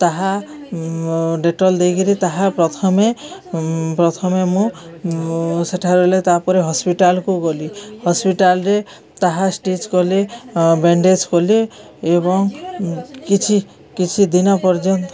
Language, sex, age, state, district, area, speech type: Odia, female, 45-60, Odisha, Subarnapur, urban, spontaneous